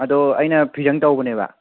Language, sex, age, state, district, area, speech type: Manipuri, male, 18-30, Manipur, Kangpokpi, urban, conversation